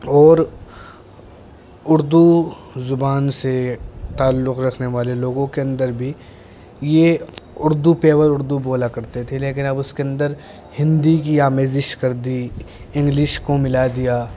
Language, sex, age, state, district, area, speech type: Urdu, male, 18-30, Uttar Pradesh, Muzaffarnagar, urban, spontaneous